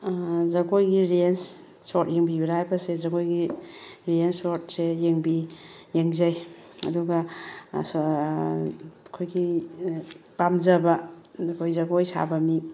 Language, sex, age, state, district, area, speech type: Manipuri, female, 45-60, Manipur, Bishnupur, rural, spontaneous